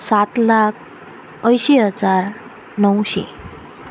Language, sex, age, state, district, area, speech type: Goan Konkani, female, 30-45, Goa, Quepem, rural, spontaneous